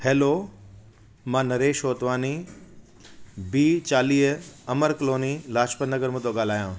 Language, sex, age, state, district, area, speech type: Sindhi, male, 45-60, Delhi, South Delhi, urban, spontaneous